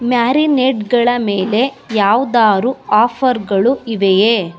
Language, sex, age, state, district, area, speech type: Kannada, female, 30-45, Karnataka, Mandya, rural, read